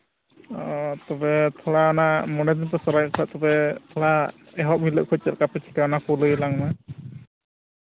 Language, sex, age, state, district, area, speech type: Santali, male, 18-30, Jharkhand, Pakur, rural, conversation